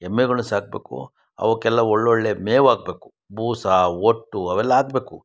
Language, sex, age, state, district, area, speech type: Kannada, male, 60+, Karnataka, Chikkaballapur, rural, spontaneous